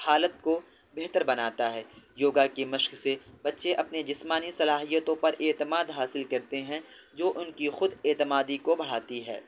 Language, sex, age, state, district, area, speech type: Urdu, male, 18-30, Delhi, North West Delhi, urban, spontaneous